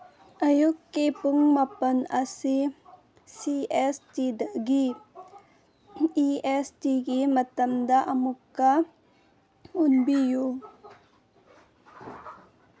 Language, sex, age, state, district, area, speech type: Manipuri, female, 18-30, Manipur, Senapati, urban, read